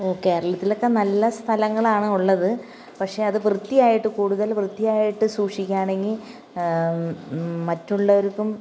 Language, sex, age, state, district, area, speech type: Malayalam, female, 45-60, Kerala, Kottayam, rural, spontaneous